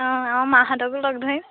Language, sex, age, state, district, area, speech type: Assamese, female, 18-30, Assam, Lakhimpur, rural, conversation